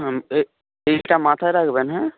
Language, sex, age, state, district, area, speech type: Bengali, male, 30-45, West Bengal, Nadia, rural, conversation